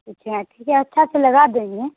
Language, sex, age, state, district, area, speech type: Hindi, female, 18-30, Bihar, Samastipur, urban, conversation